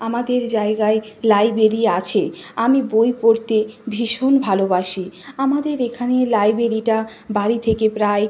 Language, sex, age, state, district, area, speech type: Bengali, female, 30-45, West Bengal, Nadia, rural, spontaneous